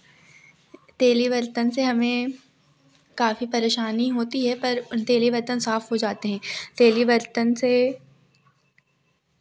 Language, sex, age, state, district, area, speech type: Hindi, female, 18-30, Madhya Pradesh, Seoni, urban, spontaneous